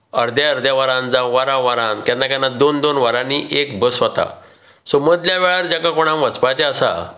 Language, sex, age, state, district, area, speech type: Goan Konkani, male, 60+, Goa, Bardez, rural, spontaneous